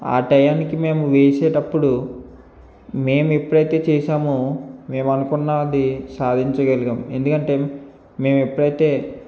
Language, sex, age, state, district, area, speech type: Telugu, male, 18-30, Andhra Pradesh, Eluru, urban, spontaneous